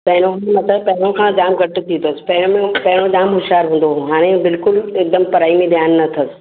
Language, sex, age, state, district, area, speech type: Sindhi, female, 45-60, Maharashtra, Mumbai Suburban, urban, conversation